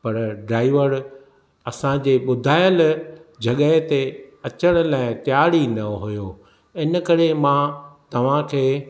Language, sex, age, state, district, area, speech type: Sindhi, male, 45-60, Maharashtra, Thane, urban, spontaneous